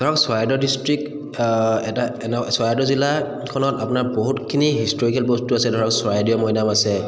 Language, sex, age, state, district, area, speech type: Assamese, male, 30-45, Assam, Charaideo, urban, spontaneous